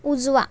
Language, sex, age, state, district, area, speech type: Marathi, female, 30-45, Maharashtra, Solapur, urban, read